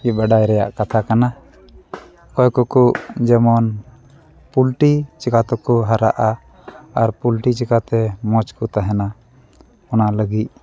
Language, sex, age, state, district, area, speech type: Santali, male, 30-45, West Bengal, Dakshin Dinajpur, rural, spontaneous